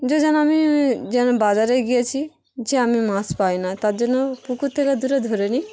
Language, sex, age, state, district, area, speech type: Bengali, female, 18-30, West Bengal, Dakshin Dinajpur, urban, spontaneous